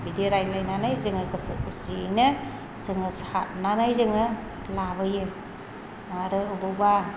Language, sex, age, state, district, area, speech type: Bodo, female, 45-60, Assam, Chirang, rural, spontaneous